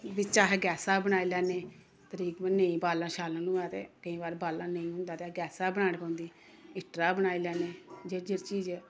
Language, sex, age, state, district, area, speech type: Dogri, female, 30-45, Jammu and Kashmir, Samba, urban, spontaneous